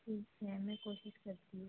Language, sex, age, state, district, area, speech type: Hindi, female, 18-30, Madhya Pradesh, Betul, rural, conversation